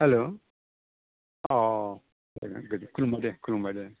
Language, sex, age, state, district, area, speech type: Bodo, male, 60+, Assam, Udalguri, urban, conversation